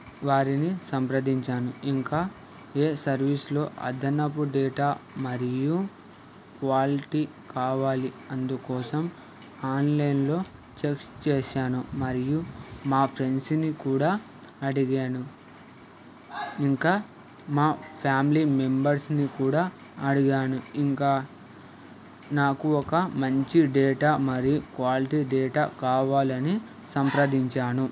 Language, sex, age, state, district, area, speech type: Telugu, male, 18-30, Andhra Pradesh, Krishna, urban, spontaneous